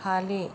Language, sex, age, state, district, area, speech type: Marathi, female, 30-45, Maharashtra, Yavatmal, rural, read